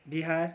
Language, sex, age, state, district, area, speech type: Nepali, male, 30-45, West Bengal, Darjeeling, rural, spontaneous